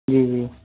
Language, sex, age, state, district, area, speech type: Hindi, male, 18-30, Uttar Pradesh, Mau, rural, conversation